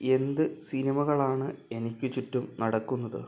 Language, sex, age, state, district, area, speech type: Malayalam, male, 45-60, Kerala, Palakkad, urban, read